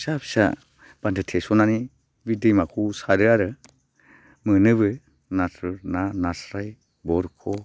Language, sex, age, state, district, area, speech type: Bodo, male, 45-60, Assam, Baksa, rural, spontaneous